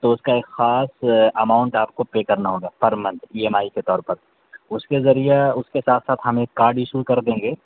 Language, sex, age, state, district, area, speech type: Urdu, male, 18-30, Uttar Pradesh, Saharanpur, urban, conversation